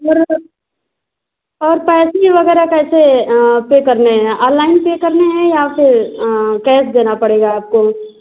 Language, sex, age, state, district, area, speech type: Hindi, female, 30-45, Uttar Pradesh, Azamgarh, rural, conversation